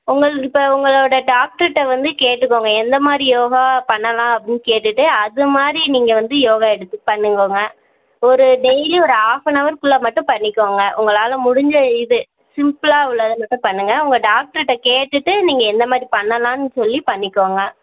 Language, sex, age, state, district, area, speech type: Tamil, female, 18-30, Tamil Nadu, Virudhunagar, rural, conversation